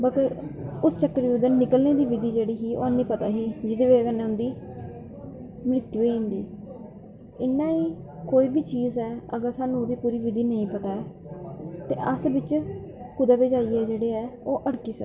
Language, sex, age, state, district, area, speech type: Dogri, female, 18-30, Jammu and Kashmir, Kathua, rural, spontaneous